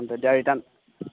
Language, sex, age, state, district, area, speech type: Assamese, male, 30-45, Assam, Golaghat, rural, conversation